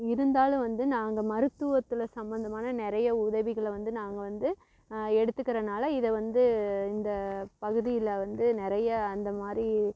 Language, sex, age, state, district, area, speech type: Tamil, female, 30-45, Tamil Nadu, Namakkal, rural, spontaneous